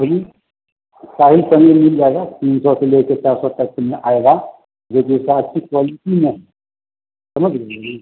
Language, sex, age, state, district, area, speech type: Hindi, male, 45-60, Bihar, Begusarai, rural, conversation